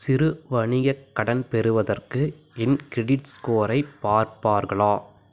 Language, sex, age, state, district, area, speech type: Tamil, male, 18-30, Tamil Nadu, Erode, rural, read